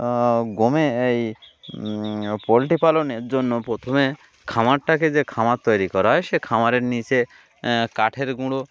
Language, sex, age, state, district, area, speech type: Bengali, male, 30-45, West Bengal, Uttar Dinajpur, urban, spontaneous